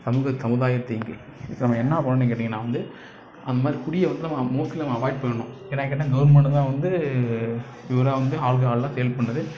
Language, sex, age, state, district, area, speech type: Tamil, male, 30-45, Tamil Nadu, Nagapattinam, rural, spontaneous